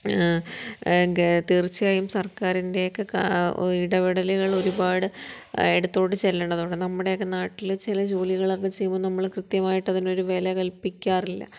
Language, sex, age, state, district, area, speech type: Malayalam, female, 30-45, Kerala, Kollam, rural, spontaneous